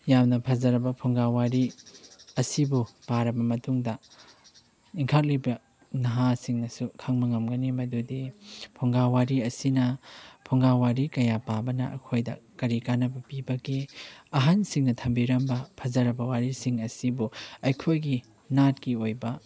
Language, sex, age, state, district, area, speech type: Manipuri, male, 30-45, Manipur, Chandel, rural, spontaneous